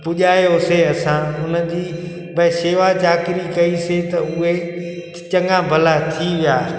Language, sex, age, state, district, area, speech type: Sindhi, male, 45-60, Gujarat, Junagadh, rural, spontaneous